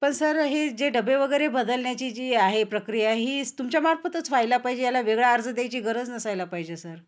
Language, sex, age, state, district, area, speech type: Marathi, female, 45-60, Maharashtra, Nanded, urban, spontaneous